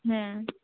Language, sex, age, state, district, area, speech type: Santali, female, 30-45, West Bengal, Birbhum, rural, conversation